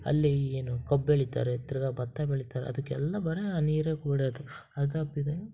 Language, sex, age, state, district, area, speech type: Kannada, male, 18-30, Karnataka, Chitradurga, rural, spontaneous